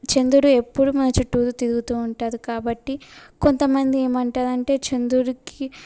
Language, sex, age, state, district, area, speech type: Telugu, female, 18-30, Telangana, Yadadri Bhuvanagiri, urban, spontaneous